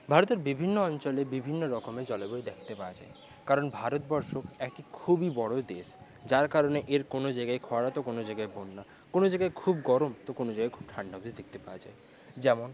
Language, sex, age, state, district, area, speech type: Bengali, male, 18-30, West Bengal, Paschim Medinipur, rural, spontaneous